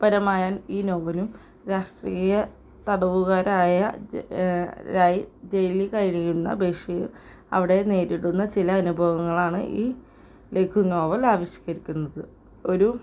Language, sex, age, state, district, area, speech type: Malayalam, female, 18-30, Kerala, Ernakulam, rural, spontaneous